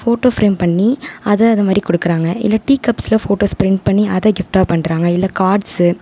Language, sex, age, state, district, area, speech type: Tamil, female, 18-30, Tamil Nadu, Tiruvarur, urban, spontaneous